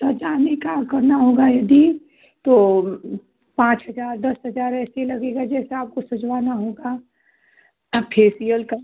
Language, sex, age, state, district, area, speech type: Hindi, female, 18-30, Uttar Pradesh, Chandauli, rural, conversation